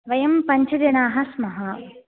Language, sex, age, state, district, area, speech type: Sanskrit, female, 18-30, Andhra Pradesh, Visakhapatnam, urban, conversation